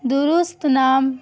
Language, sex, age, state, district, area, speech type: Urdu, female, 18-30, Bihar, Gaya, urban, spontaneous